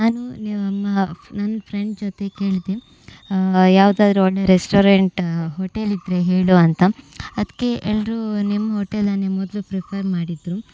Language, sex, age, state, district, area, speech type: Kannada, female, 18-30, Karnataka, Udupi, urban, spontaneous